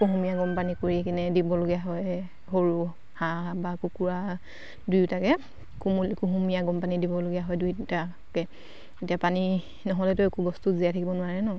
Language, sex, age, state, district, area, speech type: Assamese, female, 45-60, Assam, Dibrugarh, rural, spontaneous